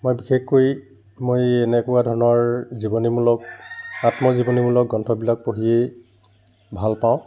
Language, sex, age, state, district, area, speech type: Assamese, male, 45-60, Assam, Dibrugarh, rural, spontaneous